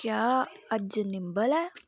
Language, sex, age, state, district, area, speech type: Dogri, female, 45-60, Jammu and Kashmir, Reasi, rural, read